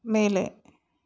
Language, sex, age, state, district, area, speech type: Tamil, female, 30-45, Tamil Nadu, Erode, rural, read